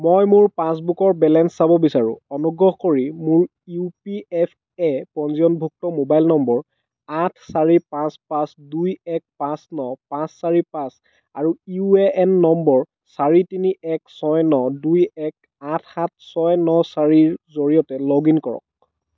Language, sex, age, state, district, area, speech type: Assamese, male, 45-60, Assam, Dhemaji, rural, read